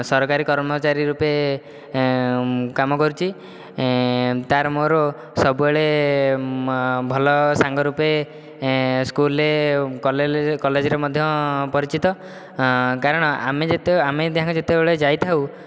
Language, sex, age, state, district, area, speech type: Odia, male, 18-30, Odisha, Dhenkanal, rural, spontaneous